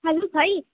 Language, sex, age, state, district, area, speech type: Bengali, female, 18-30, West Bengal, Jhargram, rural, conversation